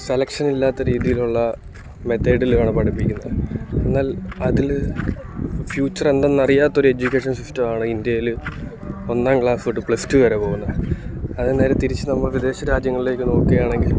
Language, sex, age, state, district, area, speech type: Malayalam, male, 30-45, Kerala, Alappuzha, rural, spontaneous